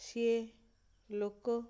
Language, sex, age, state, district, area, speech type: Odia, female, 60+, Odisha, Ganjam, urban, spontaneous